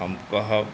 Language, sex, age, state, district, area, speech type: Maithili, male, 60+, Bihar, Saharsa, rural, spontaneous